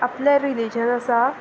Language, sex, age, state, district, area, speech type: Goan Konkani, female, 18-30, Goa, Sanguem, rural, spontaneous